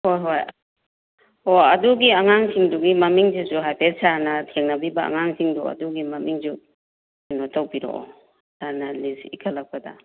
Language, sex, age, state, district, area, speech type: Manipuri, female, 45-60, Manipur, Kakching, rural, conversation